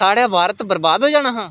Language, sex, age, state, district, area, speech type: Dogri, male, 18-30, Jammu and Kashmir, Samba, rural, spontaneous